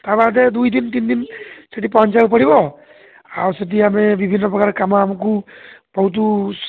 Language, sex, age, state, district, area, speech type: Odia, male, 60+, Odisha, Jharsuguda, rural, conversation